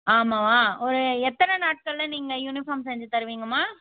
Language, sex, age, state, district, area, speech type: Tamil, female, 30-45, Tamil Nadu, Krishnagiri, rural, conversation